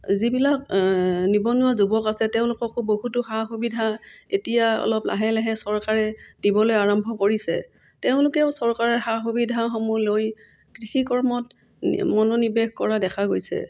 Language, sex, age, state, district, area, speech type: Assamese, female, 45-60, Assam, Udalguri, rural, spontaneous